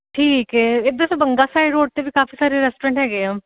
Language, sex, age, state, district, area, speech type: Punjabi, female, 30-45, Punjab, Shaheed Bhagat Singh Nagar, urban, conversation